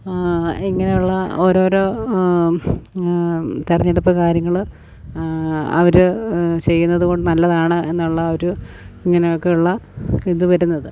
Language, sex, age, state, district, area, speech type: Malayalam, female, 30-45, Kerala, Alappuzha, rural, spontaneous